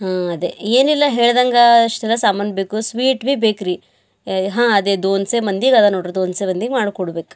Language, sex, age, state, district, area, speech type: Kannada, female, 18-30, Karnataka, Bidar, urban, spontaneous